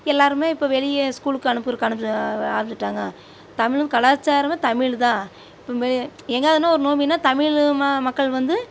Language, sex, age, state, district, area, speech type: Tamil, female, 45-60, Tamil Nadu, Coimbatore, rural, spontaneous